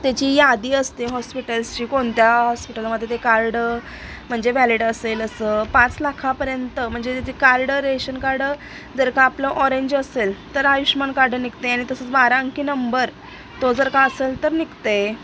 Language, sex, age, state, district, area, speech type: Marathi, female, 30-45, Maharashtra, Sangli, urban, spontaneous